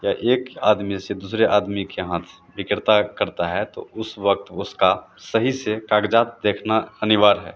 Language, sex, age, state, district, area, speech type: Hindi, male, 30-45, Bihar, Madhepura, rural, spontaneous